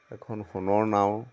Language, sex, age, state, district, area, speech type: Assamese, male, 60+, Assam, Majuli, urban, spontaneous